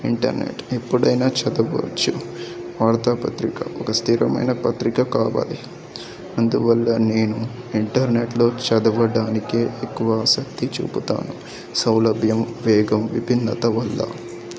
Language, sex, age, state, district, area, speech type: Telugu, male, 18-30, Telangana, Medak, rural, spontaneous